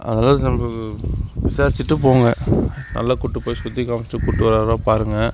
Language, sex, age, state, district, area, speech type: Tamil, male, 45-60, Tamil Nadu, Sivaganga, rural, spontaneous